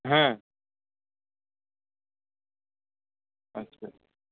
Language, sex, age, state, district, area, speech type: Bengali, male, 30-45, West Bengal, Paschim Medinipur, rural, conversation